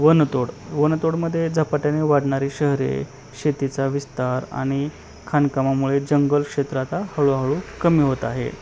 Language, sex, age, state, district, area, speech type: Marathi, male, 30-45, Maharashtra, Osmanabad, rural, spontaneous